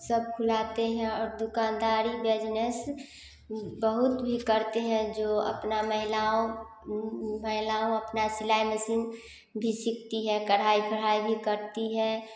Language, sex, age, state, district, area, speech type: Hindi, female, 18-30, Bihar, Samastipur, rural, spontaneous